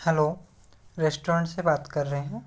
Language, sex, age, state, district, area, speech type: Hindi, male, 45-60, Madhya Pradesh, Bhopal, rural, spontaneous